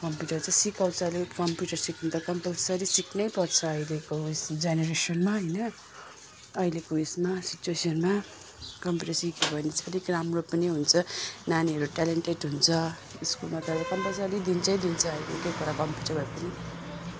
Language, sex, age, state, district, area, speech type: Nepali, female, 45-60, West Bengal, Jalpaiguri, rural, spontaneous